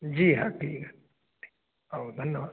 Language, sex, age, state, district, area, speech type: Hindi, male, 30-45, Madhya Pradesh, Hoshangabad, rural, conversation